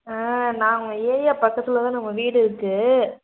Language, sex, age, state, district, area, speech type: Tamil, female, 18-30, Tamil Nadu, Pudukkottai, rural, conversation